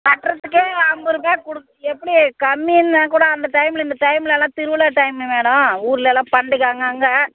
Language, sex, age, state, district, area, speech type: Tamil, female, 45-60, Tamil Nadu, Tirupattur, rural, conversation